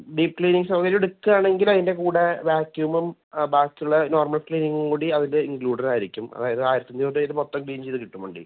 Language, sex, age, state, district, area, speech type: Malayalam, male, 18-30, Kerala, Thrissur, urban, conversation